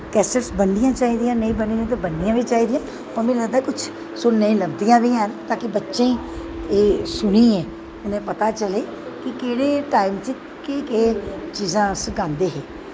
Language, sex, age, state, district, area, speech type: Dogri, female, 45-60, Jammu and Kashmir, Udhampur, urban, spontaneous